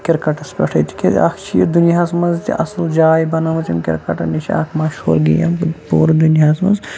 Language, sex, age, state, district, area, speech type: Kashmiri, male, 30-45, Jammu and Kashmir, Baramulla, rural, spontaneous